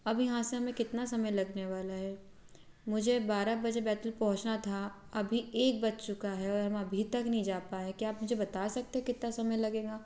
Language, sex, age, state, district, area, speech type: Hindi, female, 18-30, Madhya Pradesh, Betul, rural, spontaneous